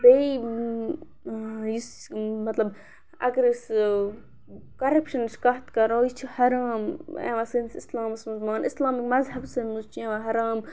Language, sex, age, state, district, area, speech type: Kashmiri, female, 18-30, Jammu and Kashmir, Kupwara, urban, spontaneous